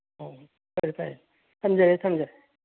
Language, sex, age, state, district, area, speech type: Manipuri, female, 60+, Manipur, Imphal East, rural, conversation